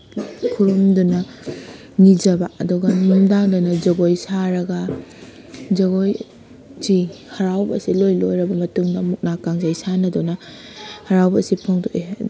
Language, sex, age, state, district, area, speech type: Manipuri, female, 18-30, Manipur, Kakching, rural, spontaneous